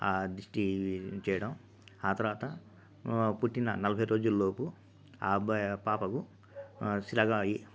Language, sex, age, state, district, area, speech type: Telugu, male, 45-60, Andhra Pradesh, Nellore, urban, spontaneous